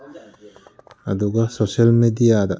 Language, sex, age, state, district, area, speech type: Manipuri, male, 30-45, Manipur, Kakching, rural, spontaneous